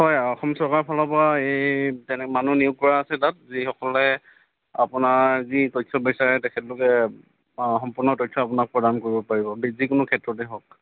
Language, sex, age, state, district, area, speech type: Assamese, male, 30-45, Assam, Charaideo, urban, conversation